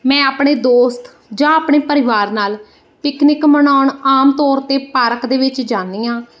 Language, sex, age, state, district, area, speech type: Punjabi, female, 30-45, Punjab, Bathinda, urban, spontaneous